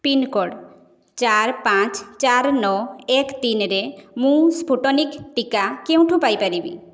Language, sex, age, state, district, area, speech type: Odia, female, 18-30, Odisha, Mayurbhanj, rural, read